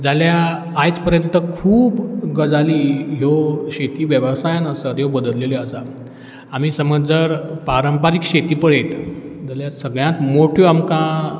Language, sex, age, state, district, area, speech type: Goan Konkani, male, 30-45, Goa, Ponda, rural, spontaneous